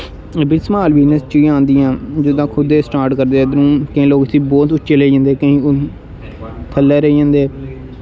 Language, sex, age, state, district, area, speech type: Dogri, male, 18-30, Jammu and Kashmir, Jammu, rural, spontaneous